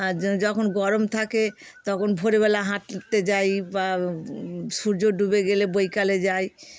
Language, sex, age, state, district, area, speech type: Bengali, female, 60+, West Bengal, Darjeeling, rural, spontaneous